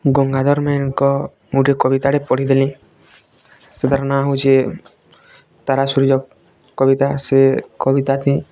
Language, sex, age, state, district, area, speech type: Odia, male, 18-30, Odisha, Bargarh, rural, spontaneous